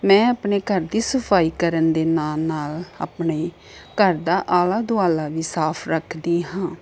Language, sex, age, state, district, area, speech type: Punjabi, female, 30-45, Punjab, Ludhiana, urban, spontaneous